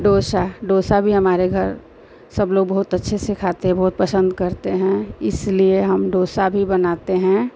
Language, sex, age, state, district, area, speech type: Hindi, female, 30-45, Uttar Pradesh, Ghazipur, urban, spontaneous